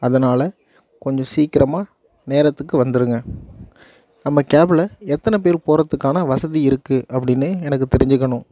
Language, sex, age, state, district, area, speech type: Tamil, male, 18-30, Tamil Nadu, Nagapattinam, rural, spontaneous